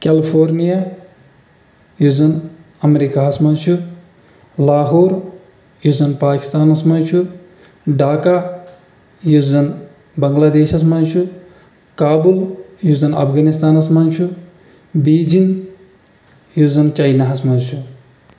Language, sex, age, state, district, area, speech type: Kashmiri, male, 60+, Jammu and Kashmir, Kulgam, rural, spontaneous